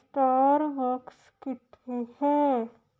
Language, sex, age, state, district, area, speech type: Punjabi, female, 45-60, Punjab, Shaheed Bhagat Singh Nagar, rural, read